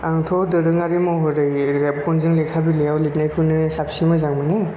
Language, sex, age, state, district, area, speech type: Bodo, male, 30-45, Assam, Chirang, rural, spontaneous